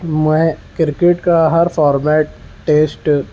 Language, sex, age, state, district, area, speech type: Urdu, male, 18-30, Maharashtra, Nashik, urban, spontaneous